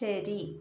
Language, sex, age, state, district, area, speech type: Malayalam, female, 30-45, Kerala, Kannur, urban, read